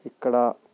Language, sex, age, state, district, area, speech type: Telugu, male, 18-30, Telangana, Nalgonda, rural, spontaneous